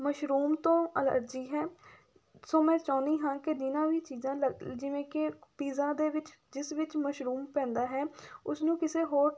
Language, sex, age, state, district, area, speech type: Punjabi, female, 18-30, Punjab, Fatehgarh Sahib, rural, spontaneous